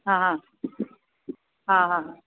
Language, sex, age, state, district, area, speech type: Sindhi, female, 30-45, Uttar Pradesh, Lucknow, urban, conversation